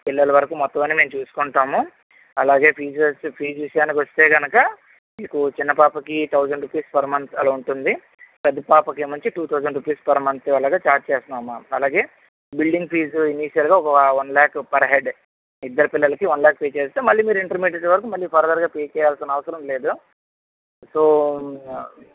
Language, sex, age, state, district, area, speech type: Telugu, male, 30-45, Andhra Pradesh, Visakhapatnam, urban, conversation